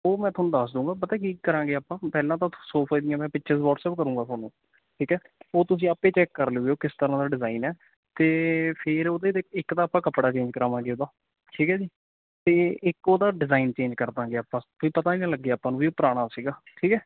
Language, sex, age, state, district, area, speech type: Punjabi, male, 18-30, Punjab, Bathinda, urban, conversation